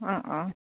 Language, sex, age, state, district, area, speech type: Assamese, female, 30-45, Assam, Dhemaji, rural, conversation